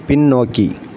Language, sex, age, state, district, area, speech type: Tamil, male, 45-60, Tamil Nadu, Thoothukudi, urban, read